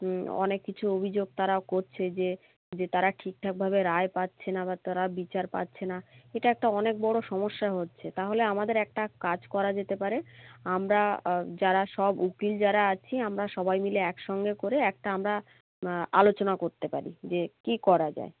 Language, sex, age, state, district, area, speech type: Bengali, female, 30-45, West Bengal, North 24 Parganas, rural, conversation